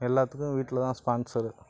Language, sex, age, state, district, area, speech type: Tamil, male, 30-45, Tamil Nadu, Nagapattinam, rural, spontaneous